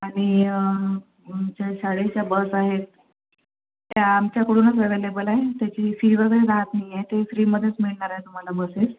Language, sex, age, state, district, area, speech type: Marathi, female, 45-60, Maharashtra, Akola, urban, conversation